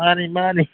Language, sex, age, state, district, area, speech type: Manipuri, male, 45-60, Manipur, Imphal East, rural, conversation